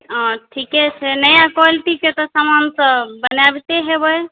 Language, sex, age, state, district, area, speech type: Maithili, female, 18-30, Bihar, Supaul, rural, conversation